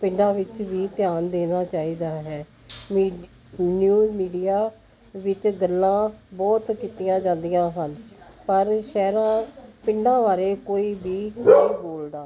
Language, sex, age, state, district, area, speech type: Punjabi, female, 60+, Punjab, Jalandhar, urban, spontaneous